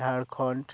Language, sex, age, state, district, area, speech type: Santali, male, 18-30, West Bengal, Bankura, rural, spontaneous